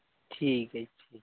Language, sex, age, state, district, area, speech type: Punjabi, male, 30-45, Punjab, Pathankot, rural, conversation